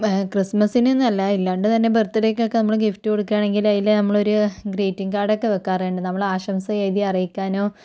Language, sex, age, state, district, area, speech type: Malayalam, female, 45-60, Kerala, Kozhikode, urban, spontaneous